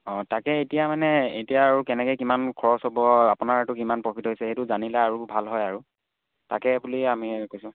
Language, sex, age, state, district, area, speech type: Assamese, male, 18-30, Assam, Charaideo, rural, conversation